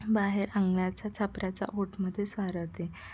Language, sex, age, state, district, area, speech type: Marathi, female, 18-30, Maharashtra, Nagpur, urban, spontaneous